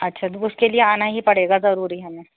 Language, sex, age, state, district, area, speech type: Urdu, female, 30-45, Delhi, North East Delhi, urban, conversation